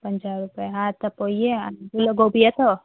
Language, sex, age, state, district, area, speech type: Sindhi, female, 18-30, Gujarat, Junagadh, rural, conversation